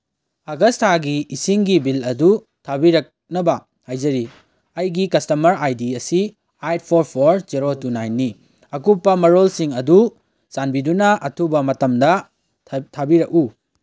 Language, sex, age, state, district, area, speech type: Manipuri, male, 18-30, Manipur, Kangpokpi, urban, read